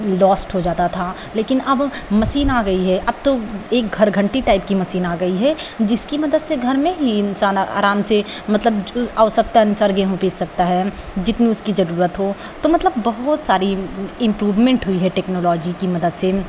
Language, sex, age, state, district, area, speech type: Hindi, female, 18-30, Uttar Pradesh, Pratapgarh, rural, spontaneous